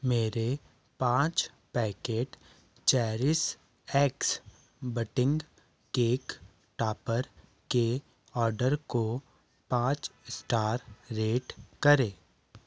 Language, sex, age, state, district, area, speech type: Hindi, male, 18-30, Madhya Pradesh, Betul, urban, read